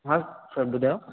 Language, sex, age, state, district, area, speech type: Sindhi, male, 18-30, Maharashtra, Mumbai City, urban, conversation